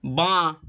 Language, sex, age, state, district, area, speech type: Bengali, male, 18-30, West Bengal, Nadia, rural, read